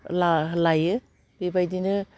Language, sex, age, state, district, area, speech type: Bodo, female, 60+, Assam, Udalguri, urban, spontaneous